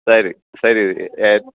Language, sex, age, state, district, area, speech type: Kannada, male, 60+, Karnataka, Udupi, rural, conversation